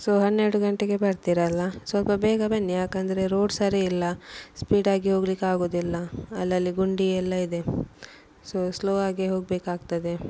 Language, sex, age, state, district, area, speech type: Kannada, female, 30-45, Karnataka, Udupi, rural, spontaneous